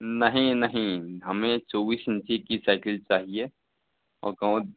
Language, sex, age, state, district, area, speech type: Hindi, male, 60+, Bihar, Begusarai, rural, conversation